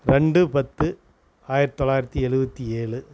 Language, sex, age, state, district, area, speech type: Tamil, male, 45-60, Tamil Nadu, Namakkal, rural, spontaneous